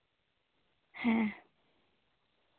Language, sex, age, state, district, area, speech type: Santali, female, 18-30, West Bengal, Bankura, rural, conversation